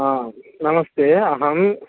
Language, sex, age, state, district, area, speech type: Sanskrit, male, 30-45, Karnataka, Kolar, rural, conversation